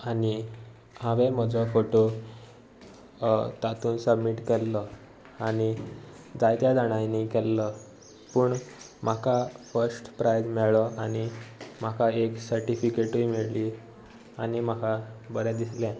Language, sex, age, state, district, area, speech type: Goan Konkani, male, 18-30, Goa, Sanguem, rural, spontaneous